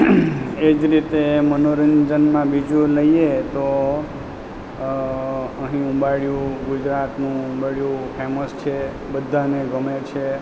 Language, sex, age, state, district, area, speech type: Gujarati, male, 30-45, Gujarat, Valsad, rural, spontaneous